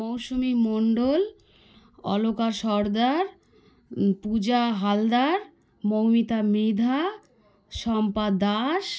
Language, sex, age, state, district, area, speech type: Bengali, female, 18-30, West Bengal, South 24 Parganas, rural, spontaneous